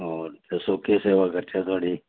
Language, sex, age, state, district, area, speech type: Dogri, male, 60+, Jammu and Kashmir, Reasi, urban, conversation